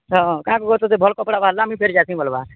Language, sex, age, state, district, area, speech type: Odia, male, 45-60, Odisha, Nuapada, urban, conversation